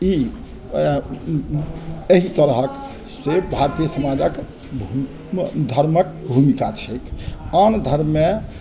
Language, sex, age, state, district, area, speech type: Maithili, male, 60+, Bihar, Madhubani, urban, spontaneous